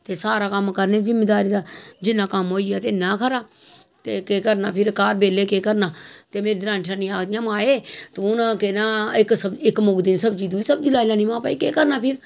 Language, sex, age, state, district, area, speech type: Dogri, female, 45-60, Jammu and Kashmir, Samba, rural, spontaneous